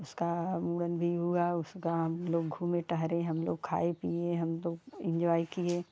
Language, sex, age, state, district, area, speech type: Hindi, female, 45-60, Uttar Pradesh, Jaunpur, rural, spontaneous